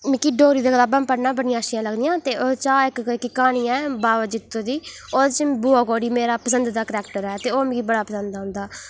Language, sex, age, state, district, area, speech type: Dogri, female, 18-30, Jammu and Kashmir, Udhampur, rural, spontaneous